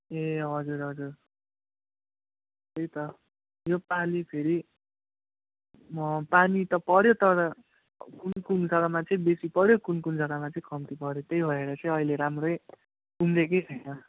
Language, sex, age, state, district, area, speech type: Nepali, male, 18-30, West Bengal, Jalpaiguri, rural, conversation